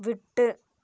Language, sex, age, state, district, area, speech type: Tamil, female, 18-30, Tamil Nadu, Coimbatore, rural, read